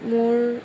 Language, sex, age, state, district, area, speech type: Assamese, female, 30-45, Assam, Darrang, rural, spontaneous